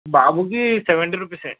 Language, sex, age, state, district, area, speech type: Telugu, male, 18-30, Telangana, Hyderabad, urban, conversation